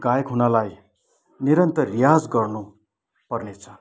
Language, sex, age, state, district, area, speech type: Nepali, male, 60+, West Bengal, Kalimpong, rural, spontaneous